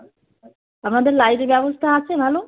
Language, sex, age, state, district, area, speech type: Bengali, female, 30-45, West Bengal, Uttar Dinajpur, urban, conversation